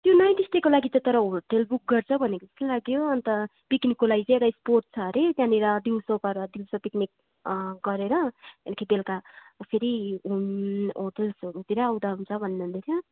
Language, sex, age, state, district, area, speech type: Nepali, female, 18-30, West Bengal, Darjeeling, rural, conversation